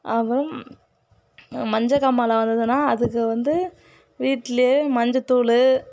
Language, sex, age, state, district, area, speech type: Tamil, female, 45-60, Tamil Nadu, Kallakurichi, urban, spontaneous